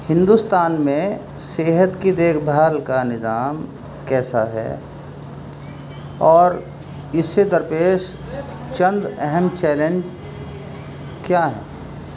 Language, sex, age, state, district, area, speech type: Urdu, male, 60+, Uttar Pradesh, Muzaffarnagar, urban, spontaneous